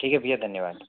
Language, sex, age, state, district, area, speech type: Hindi, male, 60+, Madhya Pradesh, Bhopal, urban, conversation